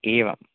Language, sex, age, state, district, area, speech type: Sanskrit, male, 18-30, Kerala, Kannur, rural, conversation